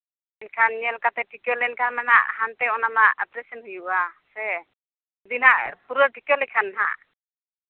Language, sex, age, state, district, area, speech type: Santali, female, 30-45, Jharkhand, East Singhbhum, rural, conversation